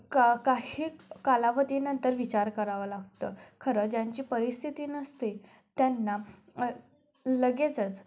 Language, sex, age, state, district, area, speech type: Marathi, female, 18-30, Maharashtra, Sangli, rural, spontaneous